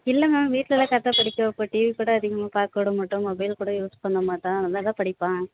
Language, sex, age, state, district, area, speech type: Tamil, female, 30-45, Tamil Nadu, Thanjavur, urban, conversation